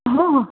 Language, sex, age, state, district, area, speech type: Marathi, female, 60+, Maharashtra, Pune, urban, conversation